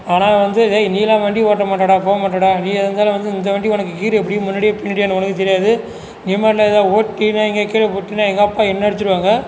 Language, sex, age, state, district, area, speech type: Tamil, male, 45-60, Tamil Nadu, Cuddalore, rural, spontaneous